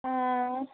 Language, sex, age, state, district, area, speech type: Kannada, female, 18-30, Karnataka, Hassan, rural, conversation